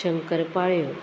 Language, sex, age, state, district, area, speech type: Goan Konkani, female, 45-60, Goa, Murmgao, rural, spontaneous